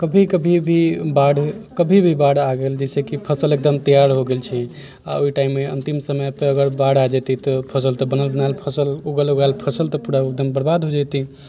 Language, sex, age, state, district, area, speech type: Maithili, male, 18-30, Bihar, Sitamarhi, rural, spontaneous